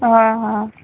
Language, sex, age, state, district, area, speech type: Marathi, female, 18-30, Maharashtra, Buldhana, rural, conversation